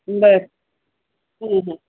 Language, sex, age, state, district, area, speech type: Marathi, female, 60+, Maharashtra, Kolhapur, urban, conversation